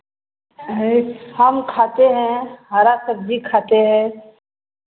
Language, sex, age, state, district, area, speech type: Hindi, female, 60+, Uttar Pradesh, Varanasi, rural, conversation